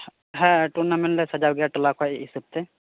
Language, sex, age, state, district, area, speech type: Santali, male, 18-30, West Bengal, Birbhum, rural, conversation